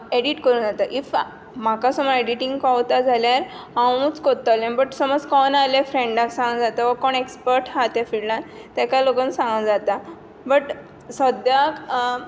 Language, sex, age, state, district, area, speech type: Goan Konkani, female, 18-30, Goa, Tiswadi, rural, spontaneous